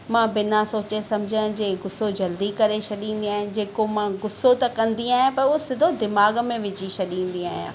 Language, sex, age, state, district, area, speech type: Sindhi, female, 30-45, Maharashtra, Thane, urban, spontaneous